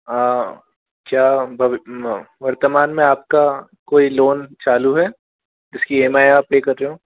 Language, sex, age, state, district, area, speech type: Hindi, male, 60+, Rajasthan, Jaipur, urban, conversation